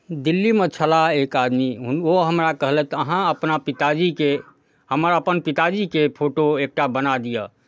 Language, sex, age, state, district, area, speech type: Maithili, male, 45-60, Bihar, Darbhanga, rural, spontaneous